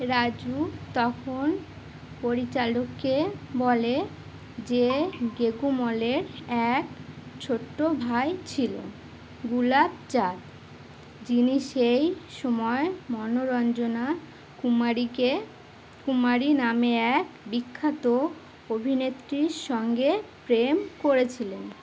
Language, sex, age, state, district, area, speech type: Bengali, female, 18-30, West Bengal, Uttar Dinajpur, urban, read